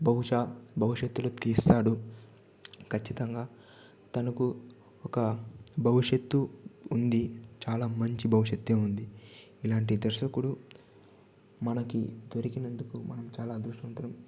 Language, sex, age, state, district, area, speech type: Telugu, male, 18-30, Andhra Pradesh, Chittoor, urban, spontaneous